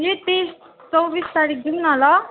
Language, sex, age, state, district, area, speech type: Nepali, female, 18-30, West Bengal, Jalpaiguri, rural, conversation